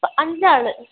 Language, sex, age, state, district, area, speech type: Malayalam, female, 18-30, Kerala, Wayanad, rural, conversation